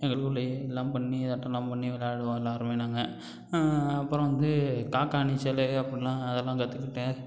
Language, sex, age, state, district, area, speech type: Tamil, male, 18-30, Tamil Nadu, Thanjavur, rural, spontaneous